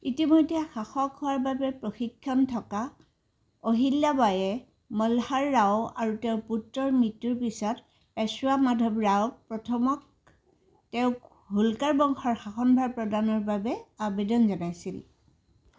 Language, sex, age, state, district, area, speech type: Assamese, female, 60+, Assam, Tinsukia, rural, read